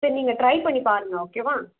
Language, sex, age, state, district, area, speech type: Tamil, female, 18-30, Tamil Nadu, Kanchipuram, urban, conversation